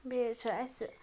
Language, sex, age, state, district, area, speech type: Kashmiri, female, 18-30, Jammu and Kashmir, Ganderbal, rural, spontaneous